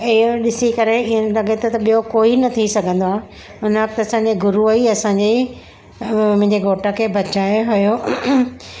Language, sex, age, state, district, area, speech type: Sindhi, female, 60+, Maharashtra, Mumbai Suburban, urban, spontaneous